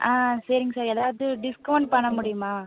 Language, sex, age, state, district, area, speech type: Tamil, female, 18-30, Tamil Nadu, Pudukkottai, rural, conversation